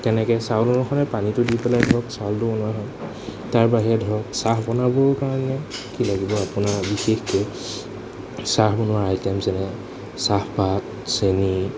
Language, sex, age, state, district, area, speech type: Assamese, male, 18-30, Assam, Nagaon, rural, spontaneous